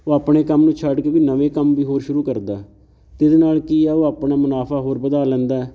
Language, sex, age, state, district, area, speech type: Punjabi, male, 30-45, Punjab, Fatehgarh Sahib, rural, spontaneous